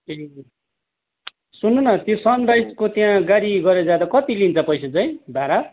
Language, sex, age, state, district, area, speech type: Nepali, male, 45-60, West Bengal, Darjeeling, rural, conversation